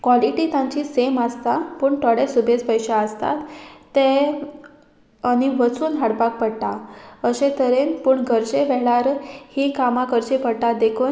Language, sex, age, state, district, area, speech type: Goan Konkani, female, 18-30, Goa, Murmgao, rural, spontaneous